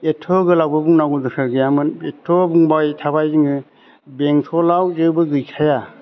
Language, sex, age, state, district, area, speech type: Bodo, male, 45-60, Assam, Chirang, rural, spontaneous